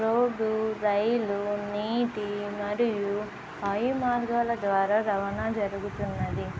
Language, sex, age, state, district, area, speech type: Telugu, female, 18-30, Telangana, Nizamabad, urban, spontaneous